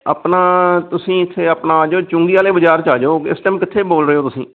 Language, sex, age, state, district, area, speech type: Punjabi, male, 45-60, Punjab, Amritsar, urban, conversation